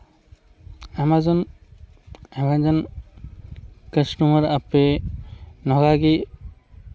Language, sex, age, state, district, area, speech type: Santali, male, 18-30, West Bengal, Purba Bardhaman, rural, spontaneous